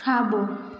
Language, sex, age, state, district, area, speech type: Sindhi, female, 18-30, Gujarat, Junagadh, urban, read